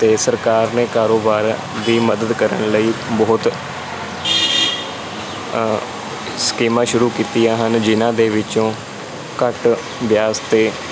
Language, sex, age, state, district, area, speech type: Punjabi, male, 18-30, Punjab, Kapurthala, rural, spontaneous